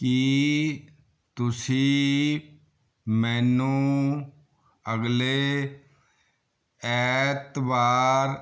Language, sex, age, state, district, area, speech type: Punjabi, male, 60+, Punjab, Fazilka, rural, read